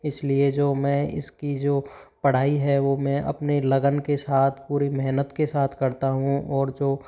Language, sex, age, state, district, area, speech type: Hindi, male, 30-45, Rajasthan, Karauli, rural, spontaneous